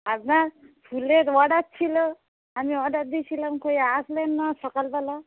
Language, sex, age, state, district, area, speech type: Bengali, female, 45-60, West Bengal, Hooghly, rural, conversation